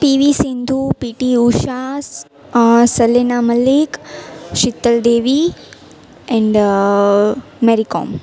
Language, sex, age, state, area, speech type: Gujarati, female, 18-30, Gujarat, urban, spontaneous